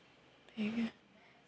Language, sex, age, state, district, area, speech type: Marathi, female, 30-45, Maharashtra, Beed, urban, spontaneous